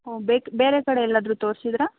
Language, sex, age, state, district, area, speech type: Kannada, female, 18-30, Karnataka, Tumkur, urban, conversation